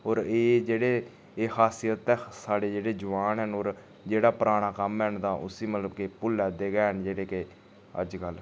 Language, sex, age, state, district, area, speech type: Dogri, male, 30-45, Jammu and Kashmir, Udhampur, rural, spontaneous